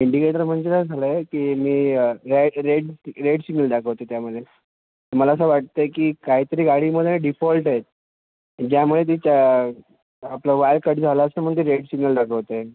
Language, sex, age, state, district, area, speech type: Marathi, male, 18-30, Maharashtra, Thane, urban, conversation